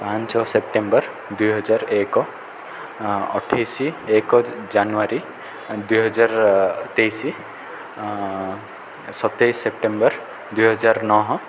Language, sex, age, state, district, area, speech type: Odia, male, 18-30, Odisha, Koraput, urban, spontaneous